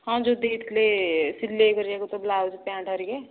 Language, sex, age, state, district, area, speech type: Odia, female, 18-30, Odisha, Nayagarh, rural, conversation